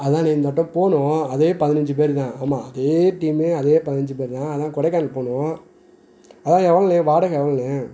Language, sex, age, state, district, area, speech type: Tamil, male, 30-45, Tamil Nadu, Madurai, rural, spontaneous